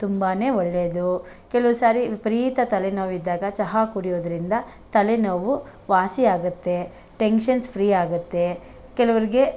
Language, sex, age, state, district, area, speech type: Kannada, female, 45-60, Karnataka, Bangalore Rural, rural, spontaneous